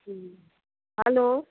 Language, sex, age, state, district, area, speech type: Urdu, female, 45-60, Uttar Pradesh, Rampur, urban, conversation